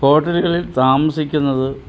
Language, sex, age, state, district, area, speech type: Malayalam, male, 60+, Kerala, Pathanamthitta, rural, spontaneous